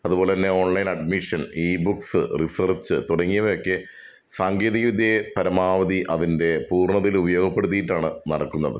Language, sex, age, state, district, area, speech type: Malayalam, male, 30-45, Kerala, Ernakulam, rural, spontaneous